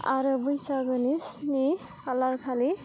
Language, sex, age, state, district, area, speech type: Bodo, female, 18-30, Assam, Udalguri, rural, spontaneous